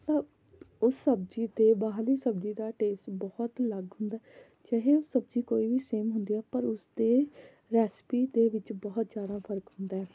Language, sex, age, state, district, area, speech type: Punjabi, female, 18-30, Punjab, Fatehgarh Sahib, rural, spontaneous